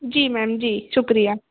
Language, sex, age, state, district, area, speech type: Hindi, female, 18-30, Madhya Pradesh, Betul, urban, conversation